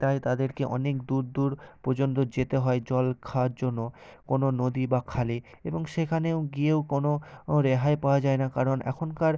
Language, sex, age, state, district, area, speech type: Bengali, male, 18-30, West Bengal, North 24 Parganas, rural, spontaneous